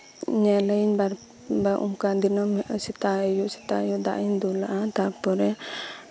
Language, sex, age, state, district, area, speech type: Santali, female, 18-30, West Bengal, Birbhum, rural, spontaneous